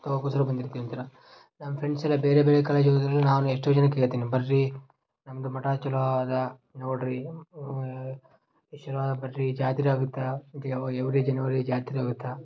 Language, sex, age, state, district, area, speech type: Kannada, male, 18-30, Karnataka, Koppal, rural, spontaneous